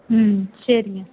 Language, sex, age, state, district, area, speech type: Tamil, female, 18-30, Tamil Nadu, Mayiladuthurai, rural, conversation